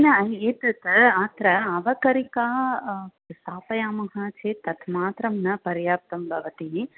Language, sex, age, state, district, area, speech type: Sanskrit, female, 45-60, Tamil Nadu, Thanjavur, urban, conversation